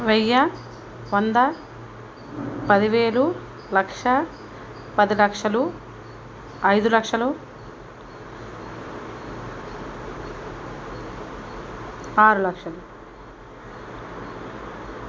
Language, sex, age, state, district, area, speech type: Telugu, female, 30-45, Telangana, Peddapalli, rural, spontaneous